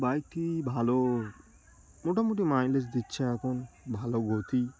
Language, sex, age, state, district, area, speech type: Bengali, male, 18-30, West Bengal, Darjeeling, urban, spontaneous